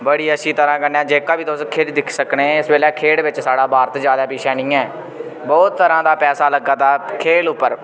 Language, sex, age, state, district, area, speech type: Dogri, male, 18-30, Jammu and Kashmir, Udhampur, rural, spontaneous